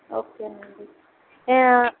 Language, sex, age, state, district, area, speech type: Telugu, female, 30-45, Andhra Pradesh, N T Rama Rao, rural, conversation